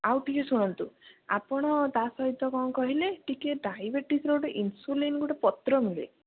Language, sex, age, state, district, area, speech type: Odia, female, 18-30, Odisha, Bhadrak, rural, conversation